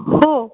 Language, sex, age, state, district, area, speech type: Marathi, female, 30-45, Maharashtra, Akola, urban, conversation